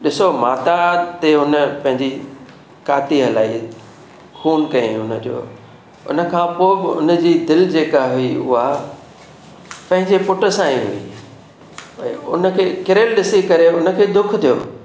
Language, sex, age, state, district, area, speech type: Sindhi, male, 60+, Maharashtra, Thane, urban, spontaneous